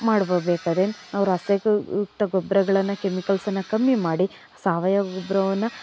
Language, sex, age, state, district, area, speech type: Kannada, female, 30-45, Karnataka, Mandya, rural, spontaneous